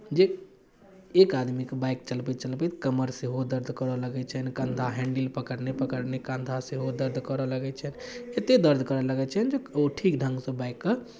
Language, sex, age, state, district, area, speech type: Maithili, male, 18-30, Bihar, Darbhanga, rural, spontaneous